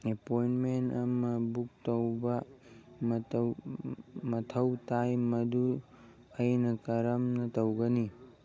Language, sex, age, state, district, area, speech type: Manipuri, male, 18-30, Manipur, Churachandpur, rural, read